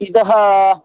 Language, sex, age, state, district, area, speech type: Sanskrit, male, 45-60, Kerala, Kollam, rural, conversation